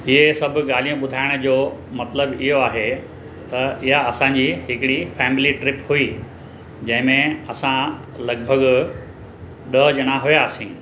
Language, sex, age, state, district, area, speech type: Sindhi, male, 60+, Maharashtra, Mumbai Suburban, urban, spontaneous